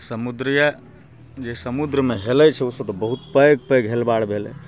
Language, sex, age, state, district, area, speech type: Maithili, male, 45-60, Bihar, Araria, urban, spontaneous